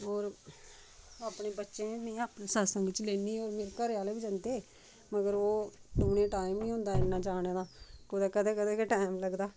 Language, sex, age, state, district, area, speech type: Dogri, female, 45-60, Jammu and Kashmir, Reasi, rural, spontaneous